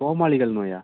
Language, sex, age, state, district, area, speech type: Tamil, male, 18-30, Tamil Nadu, Thanjavur, rural, conversation